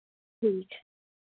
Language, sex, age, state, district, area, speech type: Hindi, female, 18-30, Rajasthan, Nagaur, rural, conversation